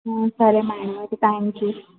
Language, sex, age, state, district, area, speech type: Telugu, female, 18-30, Andhra Pradesh, Srikakulam, urban, conversation